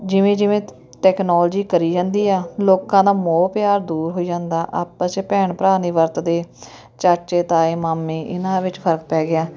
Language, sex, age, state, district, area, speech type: Punjabi, female, 30-45, Punjab, Fatehgarh Sahib, rural, spontaneous